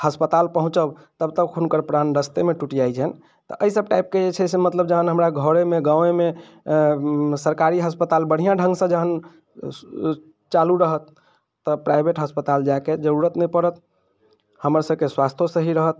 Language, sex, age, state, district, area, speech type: Maithili, male, 45-60, Bihar, Muzaffarpur, urban, spontaneous